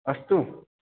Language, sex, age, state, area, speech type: Sanskrit, male, 18-30, Haryana, rural, conversation